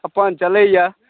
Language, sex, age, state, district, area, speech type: Maithili, male, 45-60, Bihar, Saharsa, urban, conversation